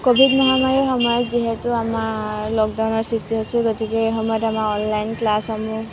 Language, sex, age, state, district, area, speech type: Assamese, female, 18-30, Assam, Kamrup Metropolitan, urban, spontaneous